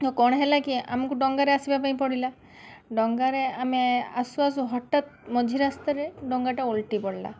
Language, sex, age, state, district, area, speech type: Odia, female, 30-45, Odisha, Balasore, rural, spontaneous